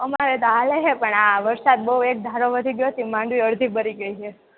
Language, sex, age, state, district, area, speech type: Gujarati, female, 18-30, Gujarat, Junagadh, rural, conversation